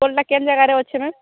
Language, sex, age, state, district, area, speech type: Odia, female, 18-30, Odisha, Subarnapur, urban, conversation